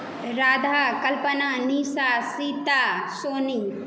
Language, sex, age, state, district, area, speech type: Maithili, female, 18-30, Bihar, Saharsa, rural, spontaneous